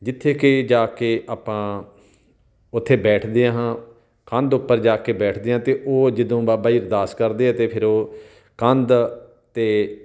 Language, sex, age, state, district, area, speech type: Punjabi, male, 45-60, Punjab, Tarn Taran, rural, spontaneous